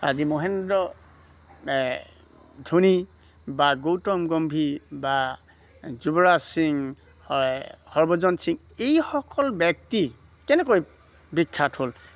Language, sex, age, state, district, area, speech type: Assamese, male, 30-45, Assam, Lakhimpur, urban, spontaneous